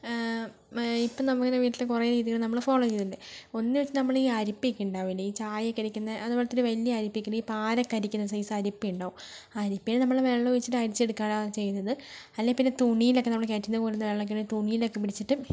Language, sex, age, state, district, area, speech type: Malayalam, female, 30-45, Kerala, Kozhikode, urban, spontaneous